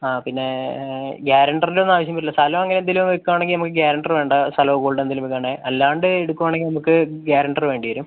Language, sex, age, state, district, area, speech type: Malayalam, male, 18-30, Kerala, Wayanad, rural, conversation